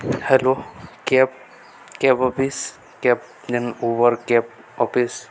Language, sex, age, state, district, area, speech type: Odia, male, 18-30, Odisha, Balangir, urban, spontaneous